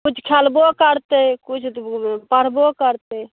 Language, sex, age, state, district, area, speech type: Maithili, female, 30-45, Bihar, Saharsa, rural, conversation